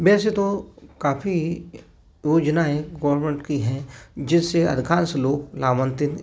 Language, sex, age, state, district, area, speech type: Hindi, male, 45-60, Madhya Pradesh, Gwalior, rural, spontaneous